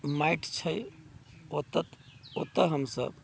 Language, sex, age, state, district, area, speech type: Maithili, male, 60+, Bihar, Sitamarhi, rural, spontaneous